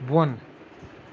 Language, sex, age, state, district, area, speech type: Kashmiri, male, 18-30, Jammu and Kashmir, Ganderbal, rural, read